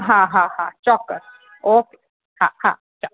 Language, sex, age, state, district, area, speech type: Gujarati, female, 45-60, Gujarat, Surat, urban, conversation